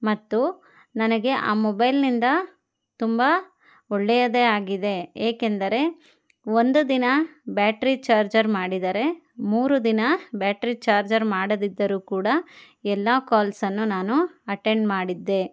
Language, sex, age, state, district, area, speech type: Kannada, female, 30-45, Karnataka, Chikkaballapur, rural, spontaneous